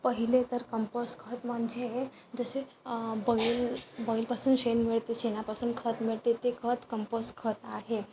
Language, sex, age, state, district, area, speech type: Marathi, female, 18-30, Maharashtra, Wardha, rural, spontaneous